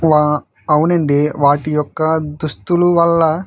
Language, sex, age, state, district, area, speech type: Telugu, male, 30-45, Andhra Pradesh, Vizianagaram, rural, spontaneous